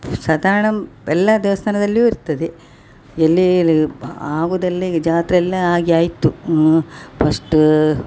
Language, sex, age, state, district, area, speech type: Kannada, female, 60+, Karnataka, Dakshina Kannada, rural, spontaneous